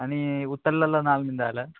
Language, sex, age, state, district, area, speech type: Goan Konkani, male, 18-30, Goa, Murmgao, urban, conversation